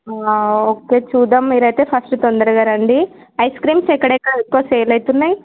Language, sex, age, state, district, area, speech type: Telugu, female, 18-30, Telangana, Suryapet, urban, conversation